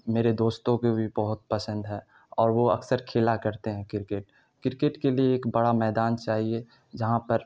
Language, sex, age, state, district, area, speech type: Urdu, male, 30-45, Bihar, Supaul, urban, spontaneous